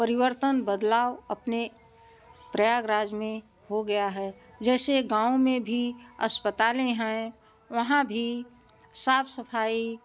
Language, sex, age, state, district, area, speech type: Hindi, female, 60+, Uttar Pradesh, Prayagraj, urban, spontaneous